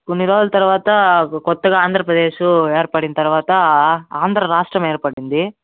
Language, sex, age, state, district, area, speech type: Telugu, male, 45-60, Andhra Pradesh, Chittoor, urban, conversation